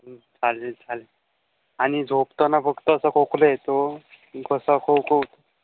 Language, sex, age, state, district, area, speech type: Marathi, male, 18-30, Maharashtra, Sindhudurg, rural, conversation